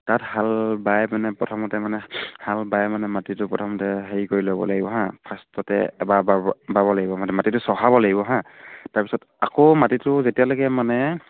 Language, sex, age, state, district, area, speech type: Assamese, male, 18-30, Assam, Sivasagar, rural, conversation